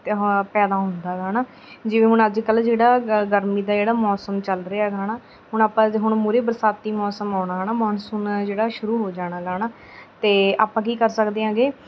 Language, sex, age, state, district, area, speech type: Punjabi, female, 30-45, Punjab, Mansa, urban, spontaneous